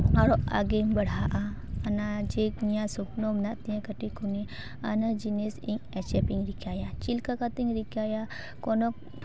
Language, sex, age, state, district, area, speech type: Santali, female, 18-30, West Bengal, Paschim Bardhaman, rural, spontaneous